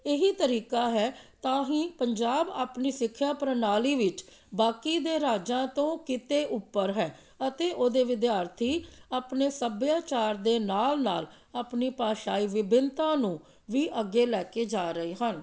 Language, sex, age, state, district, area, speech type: Punjabi, female, 45-60, Punjab, Amritsar, urban, spontaneous